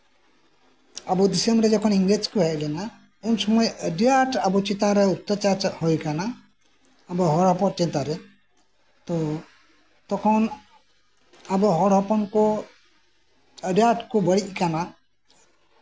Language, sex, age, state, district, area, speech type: Santali, male, 60+, West Bengal, Birbhum, rural, spontaneous